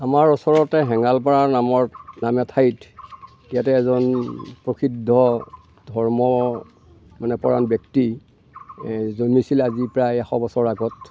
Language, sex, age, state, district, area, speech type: Assamese, male, 60+, Assam, Darrang, rural, spontaneous